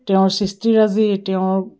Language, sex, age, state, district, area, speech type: Assamese, female, 45-60, Assam, Dibrugarh, rural, spontaneous